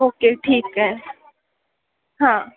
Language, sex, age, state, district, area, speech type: Marathi, female, 18-30, Maharashtra, Sindhudurg, rural, conversation